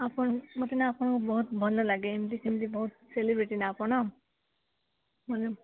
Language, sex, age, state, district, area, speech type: Odia, female, 18-30, Odisha, Koraput, urban, conversation